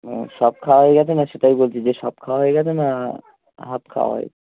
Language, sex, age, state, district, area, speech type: Bengali, male, 30-45, West Bengal, Hooghly, urban, conversation